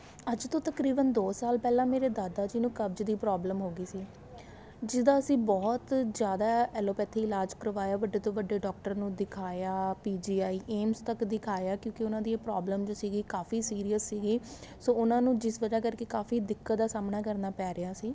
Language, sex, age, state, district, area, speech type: Punjabi, female, 30-45, Punjab, Patiala, rural, spontaneous